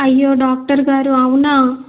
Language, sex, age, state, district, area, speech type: Telugu, female, 30-45, Telangana, Hyderabad, rural, conversation